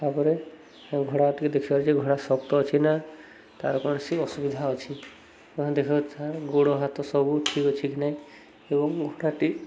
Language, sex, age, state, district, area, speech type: Odia, male, 30-45, Odisha, Subarnapur, urban, spontaneous